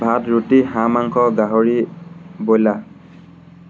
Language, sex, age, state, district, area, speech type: Assamese, male, 18-30, Assam, Sivasagar, rural, spontaneous